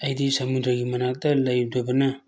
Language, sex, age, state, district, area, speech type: Manipuri, male, 45-60, Manipur, Bishnupur, rural, spontaneous